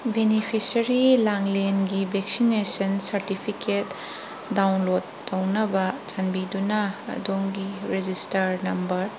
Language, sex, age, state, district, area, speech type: Manipuri, female, 18-30, Manipur, Kangpokpi, urban, read